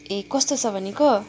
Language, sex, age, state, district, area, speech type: Nepali, female, 18-30, West Bengal, Kalimpong, rural, spontaneous